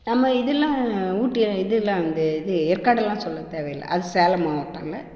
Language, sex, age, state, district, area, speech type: Tamil, female, 60+, Tamil Nadu, Namakkal, rural, spontaneous